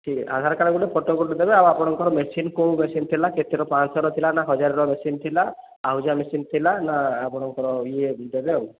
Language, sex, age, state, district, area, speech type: Odia, male, 30-45, Odisha, Sambalpur, rural, conversation